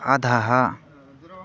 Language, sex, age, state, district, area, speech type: Sanskrit, male, 18-30, Odisha, Bargarh, rural, read